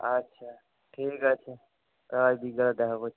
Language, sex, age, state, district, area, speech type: Bengali, male, 18-30, West Bengal, Paschim Medinipur, rural, conversation